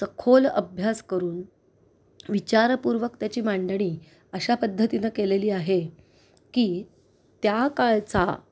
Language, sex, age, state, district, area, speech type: Marathi, female, 45-60, Maharashtra, Pune, urban, spontaneous